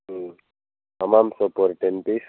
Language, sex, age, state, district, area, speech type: Tamil, male, 18-30, Tamil Nadu, Viluppuram, rural, conversation